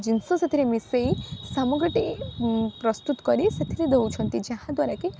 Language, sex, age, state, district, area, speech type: Odia, female, 18-30, Odisha, Rayagada, rural, spontaneous